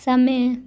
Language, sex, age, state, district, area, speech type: Hindi, female, 18-30, Bihar, Muzaffarpur, rural, read